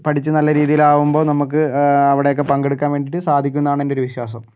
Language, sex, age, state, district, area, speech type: Malayalam, male, 60+, Kerala, Kozhikode, urban, spontaneous